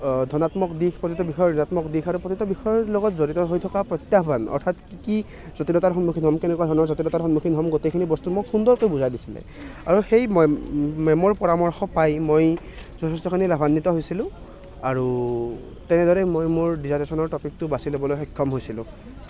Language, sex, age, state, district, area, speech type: Assamese, male, 18-30, Assam, Nalbari, rural, spontaneous